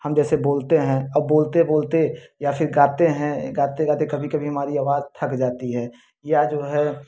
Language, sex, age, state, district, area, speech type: Hindi, male, 30-45, Uttar Pradesh, Prayagraj, urban, spontaneous